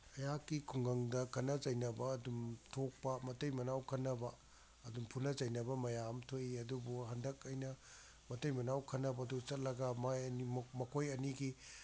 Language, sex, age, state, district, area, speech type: Manipuri, male, 45-60, Manipur, Kakching, rural, spontaneous